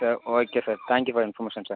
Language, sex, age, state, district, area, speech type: Tamil, male, 18-30, Tamil Nadu, Cuddalore, rural, conversation